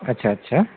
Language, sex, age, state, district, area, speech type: Marathi, male, 45-60, Maharashtra, Akola, urban, conversation